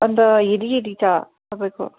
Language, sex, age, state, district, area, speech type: Nepali, female, 18-30, West Bengal, Darjeeling, rural, conversation